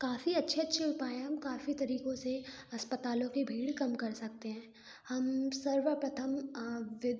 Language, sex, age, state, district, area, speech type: Hindi, female, 18-30, Madhya Pradesh, Gwalior, urban, spontaneous